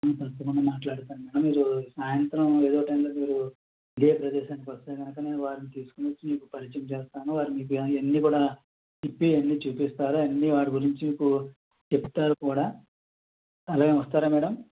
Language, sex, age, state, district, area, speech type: Telugu, male, 30-45, Andhra Pradesh, West Godavari, rural, conversation